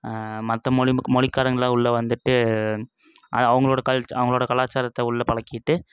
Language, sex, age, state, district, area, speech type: Tamil, male, 18-30, Tamil Nadu, Coimbatore, urban, spontaneous